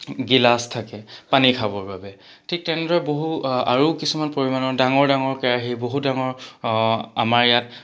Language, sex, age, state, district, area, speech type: Assamese, male, 18-30, Assam, Charaideo, urban, spontaneous